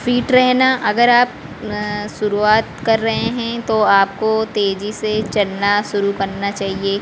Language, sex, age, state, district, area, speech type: Hindi, female, 18-30, Madhya Pradesh, Harda, urban, spontaneous